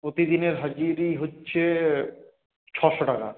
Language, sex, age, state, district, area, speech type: Bengali, male, 45-60, West Bengal, Purulia, urban, conversation